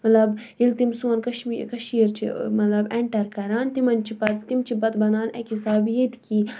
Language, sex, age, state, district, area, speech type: Kashmiri, female, 30-45, Jammu and Kashmir, Budgam, rural, spontaneous